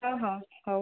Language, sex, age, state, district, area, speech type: Odia, female, 18-30, Odisha, Jagatsinghpur, rural, conversation